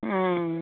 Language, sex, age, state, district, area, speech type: Odia, female, 60+, Odisha, Jharsuguda, rural, conversation